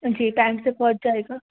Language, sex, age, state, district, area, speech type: Urdu, female, 18-30, Delhi, North West Delhi, urban, conversation